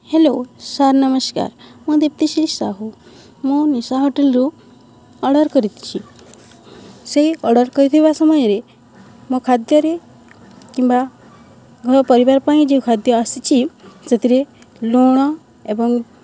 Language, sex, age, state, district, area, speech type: Odia, female, 45-60, Odisha, Balangir, urban, spontaneous